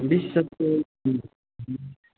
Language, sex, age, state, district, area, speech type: Nepali, male, 18-30, West Bengal, Kalimpong, rural, conversation